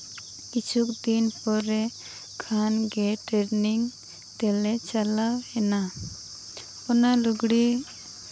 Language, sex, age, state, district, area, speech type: Santali, female, 30-45, Jharkhand, Seraikela Kharsawan, rural, spontaneous